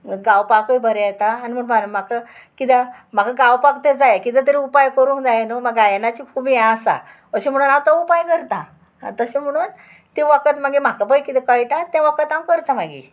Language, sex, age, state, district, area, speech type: Goan Konkani, female, 45-60, Goa, Murmgao, rural, spontaneous